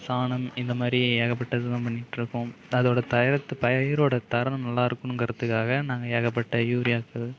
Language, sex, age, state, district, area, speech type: Tamil, male, 30-45, Tamil Nadu, Mayiladuthurai, urban, spontaneous